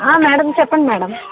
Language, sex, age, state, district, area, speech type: Telugu, female, 30-45, Andhra Pradesh, Eluru, rural, conversation